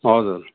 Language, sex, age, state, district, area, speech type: Nepali, male, 60+, West Bengal, Kalimpong, rural, conversation